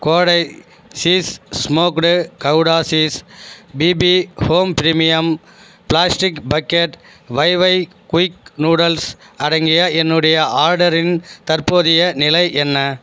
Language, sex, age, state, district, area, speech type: Tamil, male, 45-60, Tamil Nadu, Viluppuram, rural, read